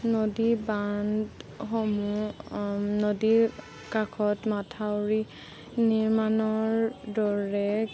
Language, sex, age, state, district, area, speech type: Assamese, female, 18-30, Assam, Golaghat, urban, spontaneous